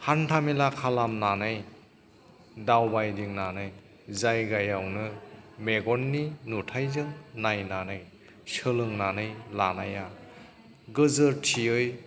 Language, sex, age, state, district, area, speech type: Bodo, male, 45-60, Assam, Kokrajhar, urban, spontaneous